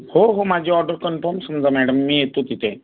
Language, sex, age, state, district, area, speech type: Marathi, other, 18-30, Maharashtra, Buldhana, rural, conversation